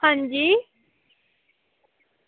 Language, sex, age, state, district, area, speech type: Dogri, female, 18-30, Jammu and Kashmir, Samba, rural, conversation